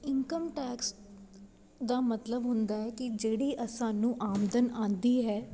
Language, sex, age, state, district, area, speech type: Punjabi, female, 18-30, Punjab, Ludhiana, urban, spontaneous